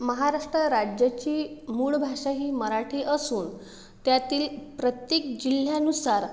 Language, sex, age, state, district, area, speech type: Marathi, female, 30-45, Maharashtra, Wardha, urban, spontaneous